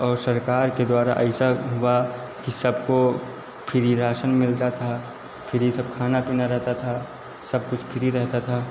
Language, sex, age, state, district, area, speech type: Hindi, male, 30-45, Uttar Pradesh, Lucknow, rural, spontaneous